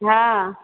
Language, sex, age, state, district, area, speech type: Maithili, female, 30-45, Bihar, Begusarai, rural, conversation